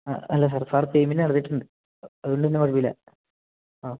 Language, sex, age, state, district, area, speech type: Malayalam, male, 18-30, Kerala, Idukki, rural, conversation